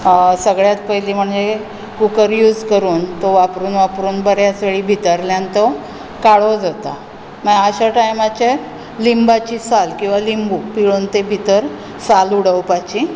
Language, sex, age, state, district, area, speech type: Goan Konkani, female, 45-60, Goa, Bardez, urban, spontaneous